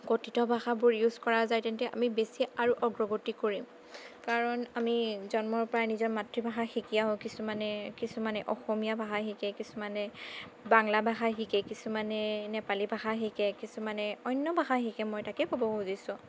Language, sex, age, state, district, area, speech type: Assamese, female, 30-45, Assam, Sonitpur, rural, spontaneous